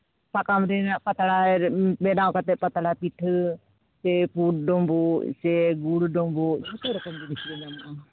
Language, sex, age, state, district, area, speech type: Santali, female, 30-45, West Bengal, Jhargram, rural, conversation